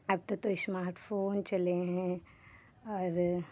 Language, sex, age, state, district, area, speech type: Hindi, female, 30-45, Uttar Pradesh, Hardoi, rural, spontaneous